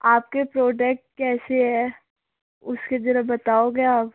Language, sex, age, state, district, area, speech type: Hindi, male, 45-60, Rajasthan, Jaipur, urban, conversation